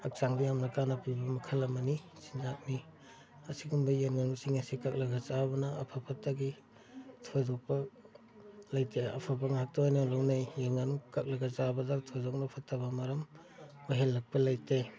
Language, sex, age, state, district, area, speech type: Manipuri, male, 30-45, Manipur, Kakching, rural, spontaneous